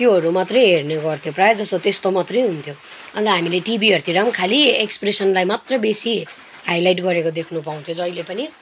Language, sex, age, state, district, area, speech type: Nepali, female, 30-45, West Bengal, Kalimpong, rural, spontaneous